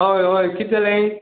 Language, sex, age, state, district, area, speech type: Goan Konkani, male, 60+, Goa, Salcete, rural, conversation